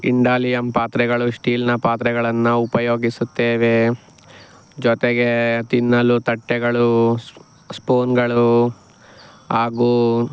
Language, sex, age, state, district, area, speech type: Kannada, male, 45-60, Karnataka, Chikkaballapur, rural, spontaneous